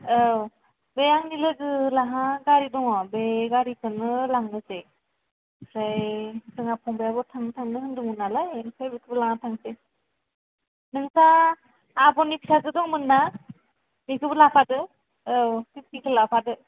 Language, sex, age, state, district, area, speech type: Bodo, female, 18-30, Assam, Kokrajhar, rural, conversation